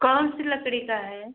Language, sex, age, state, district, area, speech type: Hindi, female, 30-45, Uttar Pradesh, Chandauli, urban, conversation